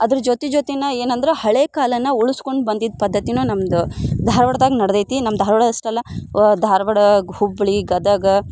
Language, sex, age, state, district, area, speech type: Kannada, female, 18-30, Karnataka, Dharwad, rural, spontaneous